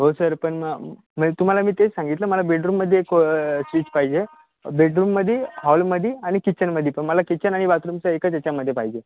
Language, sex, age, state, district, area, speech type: Marathi, male, 30-45, Maharashtra, Thane, urban, conversation